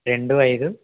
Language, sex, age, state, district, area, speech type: Telugu, male, 18-30, Andhra Pradesh, West Godavari, rural, conversation